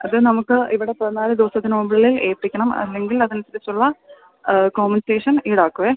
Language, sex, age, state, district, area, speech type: Malayalam, female, 30-45, Kerala, Idukki, rural, conversation